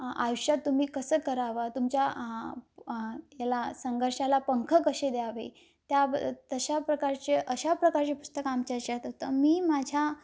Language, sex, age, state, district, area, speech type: Marathi, female, 18-30, Maharashtra, Amravati, rural, spontaneous